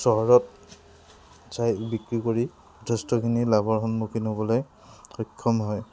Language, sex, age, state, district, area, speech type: Assamese, male, 30-45, Assam, Udalguri, rural, spontaneous